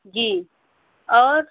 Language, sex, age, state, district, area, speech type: Hindi, female, 18-30, Uttar Pradesh, Mau, urban, conversation